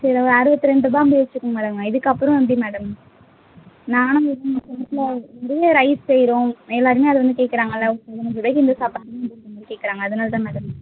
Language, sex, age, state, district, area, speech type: Tamil, female, 18-30, Tamil Nadu, Chennai, urban, conversation